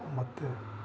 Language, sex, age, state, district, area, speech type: Kannada, male, 45-60, Karnataka, Bellary, rural, spontaneous